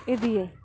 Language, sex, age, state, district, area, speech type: Santali, female, 45-60, West Bengal, Paschim Bardhaman, rural, spontaneous